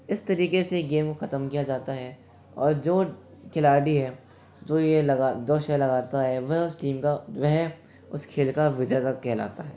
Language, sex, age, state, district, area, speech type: Hindi, male, 18-30, Rajasthan, Jaipur, urban, spontaneous